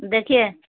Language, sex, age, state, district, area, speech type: Urdu, female, 18-30, Uttar Pradesh, Lucknow, urban, conversation